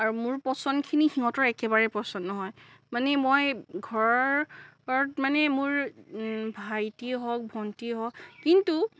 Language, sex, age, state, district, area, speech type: Assamese, female, 30-45, Assam, Nagaon, rural, spontaneous